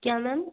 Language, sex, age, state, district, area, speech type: Hindi, female, 18-30, Madhya Pradesh, Betul, urban, conversation